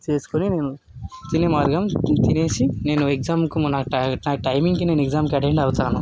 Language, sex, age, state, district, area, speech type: Telugu, male, 18-30, Telangana, Hyderabad, urban, spontaneous